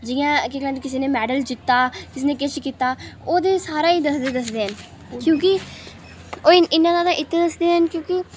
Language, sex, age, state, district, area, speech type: Dogri, female, 30-45, Jammu and Kashmir, Udhampur, urban, spontaneous